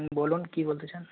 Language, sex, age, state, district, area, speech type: Bengali, male, 45-60, West Bengal, Dakshin Dinajpur, rural, conversation